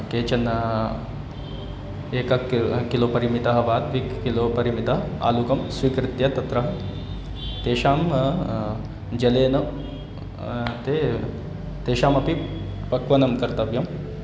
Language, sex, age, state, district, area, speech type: Sanskrit, male, 18-30, Madhya Pradesh, Ujjain, urban, spontaneous